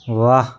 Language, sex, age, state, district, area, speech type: Hindi, male, 30-45, Madhya Pradesh, Balaghat, rural, read